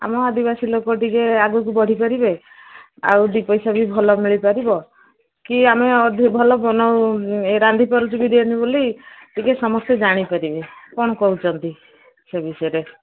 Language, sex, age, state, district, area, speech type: Odia, female, 60+, Odisha, Gajapati, rural, conversation